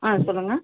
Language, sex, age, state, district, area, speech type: Tamil, female, 30-45, Tamil Nadu, Cuddalore, rural, conversation